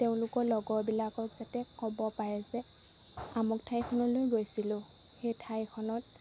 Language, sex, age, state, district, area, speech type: Assamese, female, 18-30, Assam, Majuli, urban, spontaneous